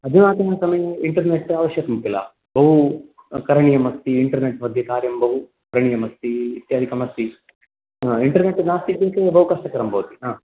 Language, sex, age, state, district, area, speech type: Sanskrit, male, 45-60, Karnataka, Dakshina Kannada, rural, conversation